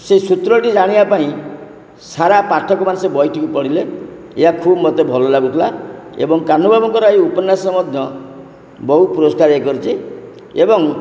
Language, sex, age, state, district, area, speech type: Odia, male, 60+, Odisha, Kendrapara, urban, spontaneous